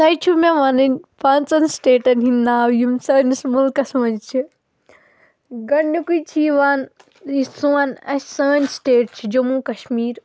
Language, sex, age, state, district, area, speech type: Kashmiri, female, 18-30, Jammu and Kashmir, Pulwama, rural, spontaneous